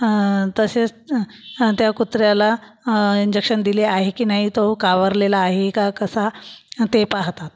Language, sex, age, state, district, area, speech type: Marathi, female, 45-60, Maharashtra, Buldhana, rural, spontaneous